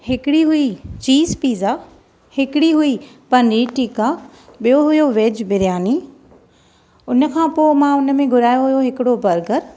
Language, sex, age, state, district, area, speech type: Sindhi, female, 30-45, Maharashtra, Thane, urban, spontaneous